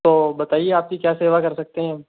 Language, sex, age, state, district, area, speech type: Hindi, male, 30-45, Rajasthan, Jaipur, urban, conversation